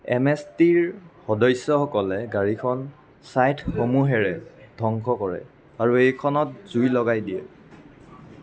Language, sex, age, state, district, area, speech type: Assamese, male, 45-60, Assam, Lakhimpur, rural, read